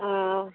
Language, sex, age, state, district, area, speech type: Maithili, female, 45-60, Bihar, Araria, rural, conversation